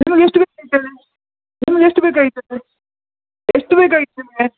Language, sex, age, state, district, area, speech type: Kannada, male, 30-45, Karnataka, Uttara Kannada, rural, conversation